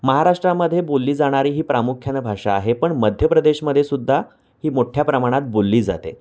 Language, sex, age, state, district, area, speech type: Marathi, male, 30-45, Maharashtra, Kolhapur, urban, spontaneous